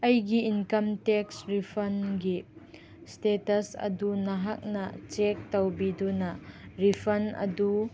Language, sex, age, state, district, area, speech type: Manipuri, female, 18-30, Manipur, Chandel, rural, read